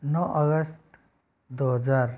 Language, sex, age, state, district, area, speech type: Hindi, male, 18-30, Rajasthan, Jodhpur, rural, spontaneous